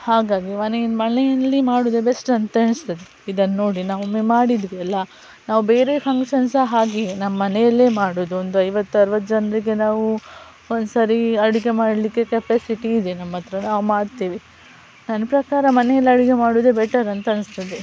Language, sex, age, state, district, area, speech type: Kannada, female, 30-45, Karnataka, Udupi, rural, spontaneous